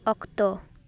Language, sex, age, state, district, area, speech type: Santali, female, 18-30, West Bengal, Paschim Bardhaman, rural, read